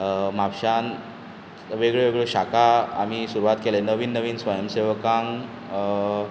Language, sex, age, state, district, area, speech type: Goan Konkani, male, 30-45, Goa, Bardez, urban, spontaneous